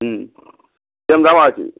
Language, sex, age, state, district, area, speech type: Bengali, male, 45-60, West Bengal, Hooghly, rural, conversation